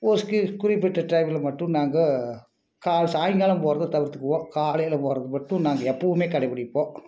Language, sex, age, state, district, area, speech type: Tamil, male, 45-60, Tamil Nadu, Tiruppur, rural, spontaneous